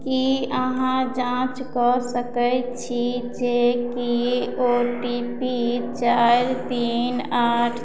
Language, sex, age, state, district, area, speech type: Maithili, female, 30-45, Bihar, Madhubani, rural, read